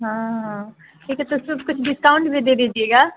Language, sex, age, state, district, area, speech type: Hindi, female, 45-60, Uttar Pradesh, Azamgarh, rural, conversation